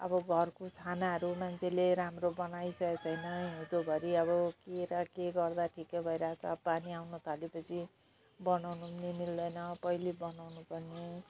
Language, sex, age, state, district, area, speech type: Nepali, female, 45-60, West Bengal, Jalpaiguri, rural, spontaneous